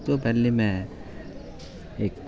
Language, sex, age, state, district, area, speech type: Dogri, male, 18-30, Jammu and Kashmir, Udhampur, urban, spontaneous